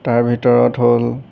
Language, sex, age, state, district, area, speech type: Assamese, male, 18-30, Assam, Golaghat, urban, spontaneous